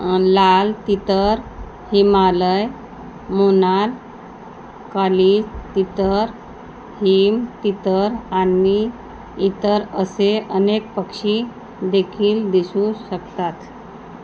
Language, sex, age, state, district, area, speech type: Marathi, female, 45-60, Maharashtra, Nagpur, rural, read